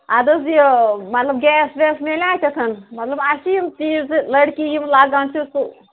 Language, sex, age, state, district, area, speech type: Kashmiri, male, 30-45, Jammu and Kashmir, Srinagar, urban, conversation